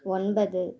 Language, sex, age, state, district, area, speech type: Tamil, female, 18-30, Tamil Nadu, Madurai, urban, read